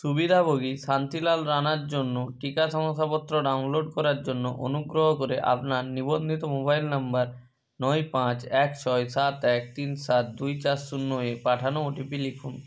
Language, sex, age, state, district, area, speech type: Bengali, male, 30-45, West Bengal, Hooghly, urban, read